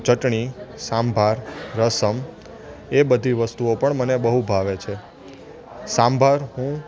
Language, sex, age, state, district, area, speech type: Gujarati, male, 18-30, Gujarat, Junagadh, urban, spontaneous